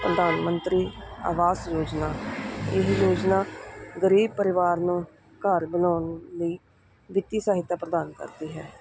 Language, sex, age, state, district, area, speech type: Punjabi, female, 30-45, Punjab, Hoshiarpur, urban, spontaneous